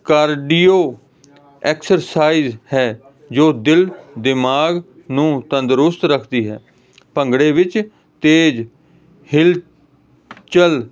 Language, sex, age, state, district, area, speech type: Punjabi, male, 45-60, Punjab, Hoshiarpur, urban, spontaneous